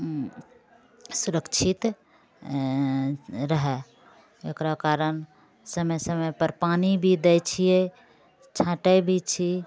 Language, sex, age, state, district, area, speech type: Maithili, female, 45-60, Bihar, Purnia, rural, spontaneous